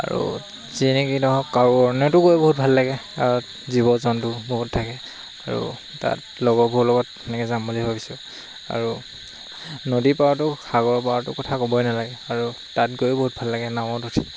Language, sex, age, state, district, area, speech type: Assamese, male, 18-30, Assam, Lakhimpur, rural, spontaneous